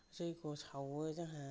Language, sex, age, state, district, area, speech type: Bodo, female, 45-60, Assam, Kokrajhar, rural, spontaneous